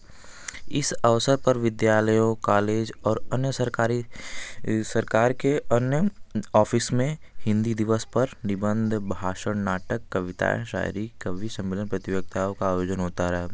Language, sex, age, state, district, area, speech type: Hindi, male, 18-30, Uttar Pradesh, Varanasi, rural, spontaneous